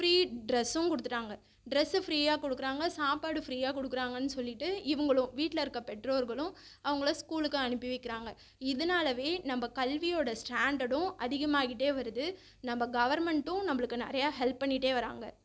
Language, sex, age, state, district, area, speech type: Tamil, female, 30-45, Tamil Nadu, Viluppuram, urban, spontaneous